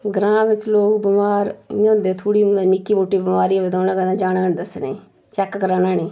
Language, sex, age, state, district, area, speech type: Dogri, female, 45-60, Jammu and Kashmir, Udhampur, rural, spontaneous